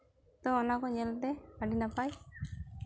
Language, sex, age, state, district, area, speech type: Santali, female, 18-30, West Bengal, Jhargram, rural, spontaneous